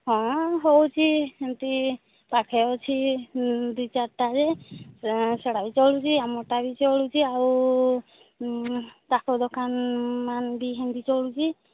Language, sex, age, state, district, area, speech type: Odia, female, 30-45, Odisha, Sambalpur, rural, conversation